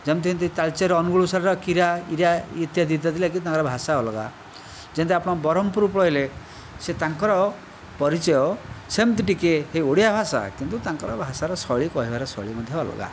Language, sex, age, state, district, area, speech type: Odia, male, 60+, Odisha, Kandhamal, rural, spontaneous